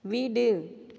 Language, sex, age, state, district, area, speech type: Tamil, female, 45-60, Tamil Nadu, Thanjavur, rural, read